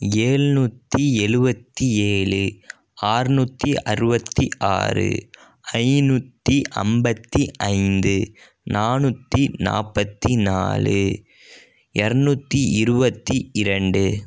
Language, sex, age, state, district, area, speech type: Tamil, male, 18-30, Tamil Nadu, Dharmapuri, urban, spontaneous